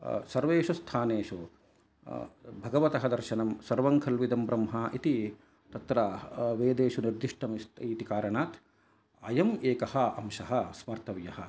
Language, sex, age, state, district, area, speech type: Sanskrit, male, 45-60, Karnataka, Kolar, urban, spontaneous